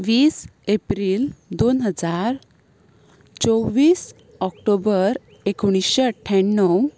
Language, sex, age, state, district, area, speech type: Goan Konkani, female, 18-30, Goa, Ponda, rural, spontaneous